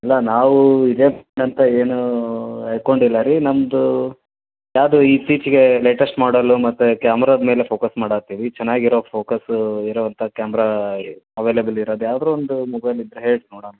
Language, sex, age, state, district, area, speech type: Kannada, male, 30-45, Karnataka, Gadag, urban, conversation